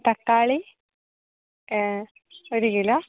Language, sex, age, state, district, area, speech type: Malayalam, female, 18-30, Kerala, Wayanad, rural, conversation